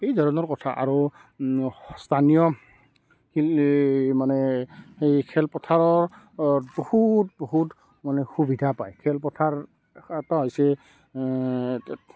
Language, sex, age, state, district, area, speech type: Assamese, male, 30-45, Assam, Barpeta, rural, spontaneous